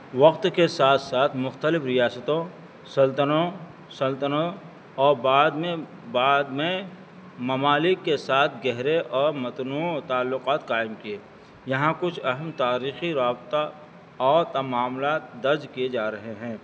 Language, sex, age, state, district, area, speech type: Urdu, male, 60+, Delhi, North East Delhi, urban, spontaneous